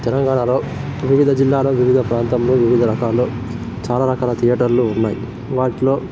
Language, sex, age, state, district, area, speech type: Telugu, male, 18-30, Telangana, Nirmal, rural, spontaneous